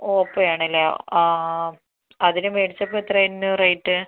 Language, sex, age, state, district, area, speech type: Malayalam, female, 30-45, Kerala, Kozhikode, urban, conversation